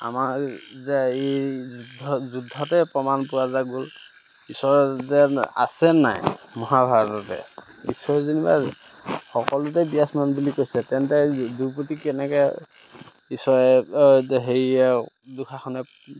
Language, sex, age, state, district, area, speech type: Assamese, male, 30-45, Assam, Majuli, urban, spontaneous